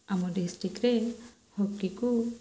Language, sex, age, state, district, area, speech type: Odia, female, 18-30, Odisha, Sundergarh, urban, spontaneous